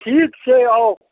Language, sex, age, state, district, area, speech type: Maithili, male, 60+, Bihar, Madhubani, rural, conversation